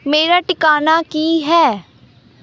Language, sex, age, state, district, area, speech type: Punjabi, female, 18-30, Punjab, Amritsar, urban, read